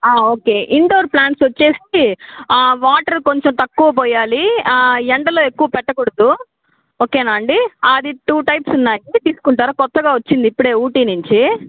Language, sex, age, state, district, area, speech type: Telugu, female, 60+, Andhra Pradesh, Chittoor, rural, conversation